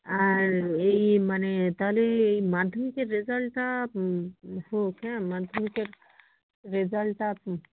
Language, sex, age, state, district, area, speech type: Bengali, female, 18-30, West Bengal, Hooghly, urban, conversation